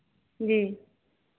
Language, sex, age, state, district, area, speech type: Hindi, female, 45-60, Bihar, Madhepura, rural, conversation